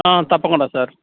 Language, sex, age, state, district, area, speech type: Telugu, male, 30-45, Andhra Pradesh, Nellore, urban, conversation